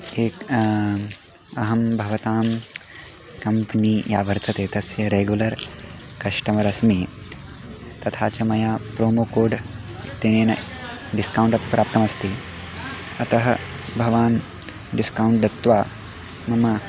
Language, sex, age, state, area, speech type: Sanskrit, male, 18-30, Uttarakhand, rural, spontaneous